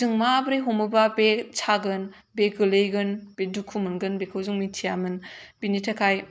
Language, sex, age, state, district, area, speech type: Bodo, female, 18-30, Assam, Kokrajhar, urban, spontaneous